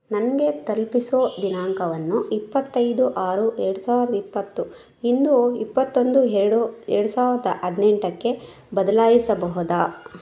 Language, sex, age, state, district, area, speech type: Kannada, female, 18-30, Karnataka, Chikkaballapur, rural, read